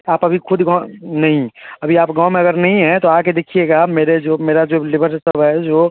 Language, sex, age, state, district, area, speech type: Hindi, male, 30-45, Bihar, Darbhanga, rural, conversation